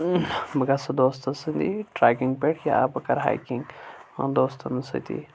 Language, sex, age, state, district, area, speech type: Kashmiri, male, 30-45, Jammu and Kashmir, Anantnag, rural, spontaneous